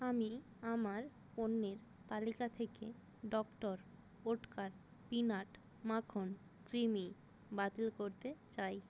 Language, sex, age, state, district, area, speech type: Bengali, female, 18-30, West Bengal, Jalpaiguri, rural, read